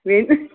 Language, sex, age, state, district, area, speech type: Kannada, female, 45-60, Karnataka, Mysore, urban, conversation